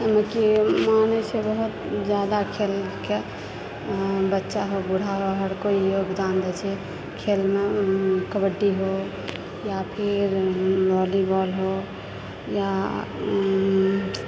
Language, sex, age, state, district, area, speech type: Maithili, female, 45-60, Bihar, Purnia, rural, spontaneous